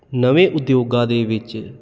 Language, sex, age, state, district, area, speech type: Punjabi, male, 30-45, Punjab, Jalandhar, urban, spontaneous